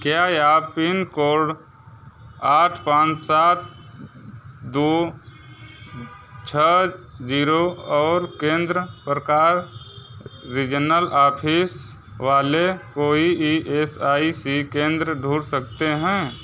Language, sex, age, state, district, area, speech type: Hindi, male, 30-45, Uttar Pradesh, Mirzapur, rural, read